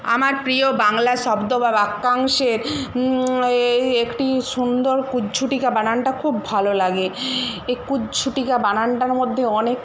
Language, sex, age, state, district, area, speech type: Bengali, female, 60+, West Bengal, Jhargram, rural, spontaneous